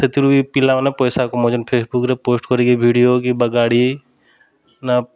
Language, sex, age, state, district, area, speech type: Odia, male, 30-45, Odisha, Bargarh, urban, spontaneous